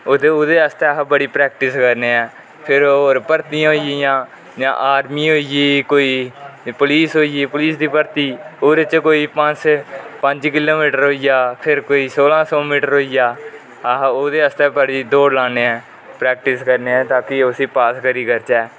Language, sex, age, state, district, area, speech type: Dogri, male, 18-30, Jammu and Kashmir, Kathua, rural, spontaneous